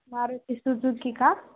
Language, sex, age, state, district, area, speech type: Marathi, female, 18-30, Maharashtra, Hingoli, urban, conversation